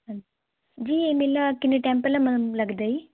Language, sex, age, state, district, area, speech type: Punjabi, female, 18-30, Punjab, Muktsar, rural, conversation